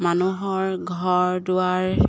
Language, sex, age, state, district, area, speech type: Assamese, female, 30-45, Assam, Jorhat, urban, spontaneous